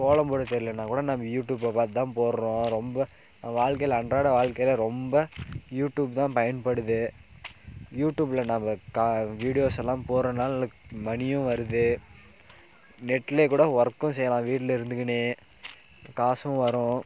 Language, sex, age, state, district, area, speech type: Tamil, male, 18-30, Tamil Nadu, Dharmapuri, urban, spontaneous